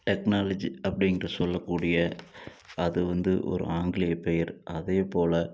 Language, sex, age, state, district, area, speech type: Tamil, male, 60+, Tamil Nadu, Tiruppur, urban, spontaneous